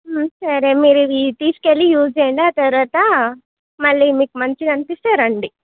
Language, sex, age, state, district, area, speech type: Telugu, female, 18-30, Telangana, Suryapet, urban, conversation